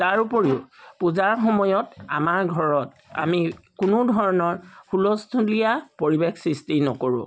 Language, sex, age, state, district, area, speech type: Assamese, male, 45-60, Assam, Charaideo, urban, spontaneous